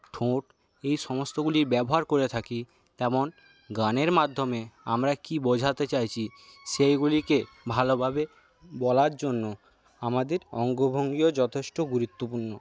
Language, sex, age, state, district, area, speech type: Bengali, male, 60+, West Bengal, Paschim Medinipur, rural, spontaneous